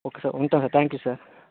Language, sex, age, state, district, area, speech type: Telugu, male, 60+, Andhra Pradesh, Vizianagaram, rural, conversation